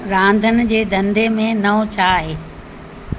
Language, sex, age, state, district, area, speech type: Sindhi, female, 60+, Uttar Pradesh, Lucknow, urban, read